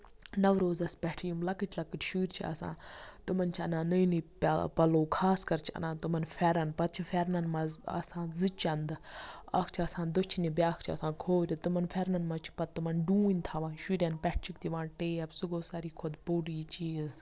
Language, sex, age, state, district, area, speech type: Kashmiri, female, 30-45, Jammu and Kashmir, Budgam, rural, spontaneous